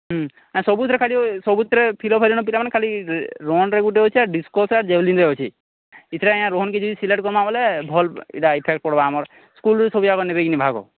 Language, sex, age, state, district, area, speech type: Odia, male, 30-45, Odisha, Sambalpur, rural, conversation